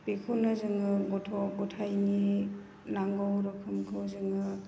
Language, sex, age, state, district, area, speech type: Bodo, female, 45-60, Assam, Chirang, rural, spontaneous